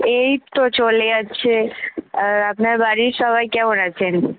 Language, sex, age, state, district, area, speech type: Bengali, female, 18-30, West Bengal, Kolkata, urban, conversation